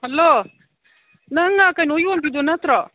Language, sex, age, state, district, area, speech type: Manipuri, female, 45-60, Manipur, Imphal East, rural, conversation